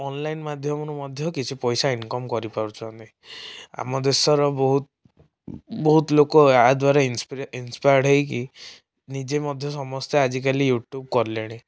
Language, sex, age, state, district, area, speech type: Odia, male, 18-30, Odisha, Cuttack, urban, spontaneous